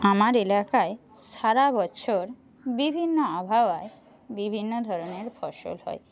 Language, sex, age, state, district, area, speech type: Bengali, female, 60+, West Bengal, Paschim Medinipur, rural, spontaneous